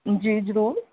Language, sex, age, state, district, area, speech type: Punjabi, female, 30-45, Punjab, Pathankot, rural, conversation